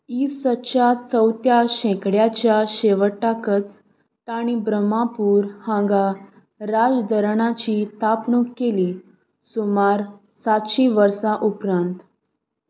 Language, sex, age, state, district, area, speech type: Goan Konkani, female, 18-30, Goa, Salcete, rural, read